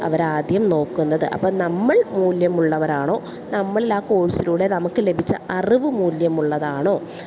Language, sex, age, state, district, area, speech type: Malayalam, female, 30-45, Kerala, Alappuzha, urban, spontaneous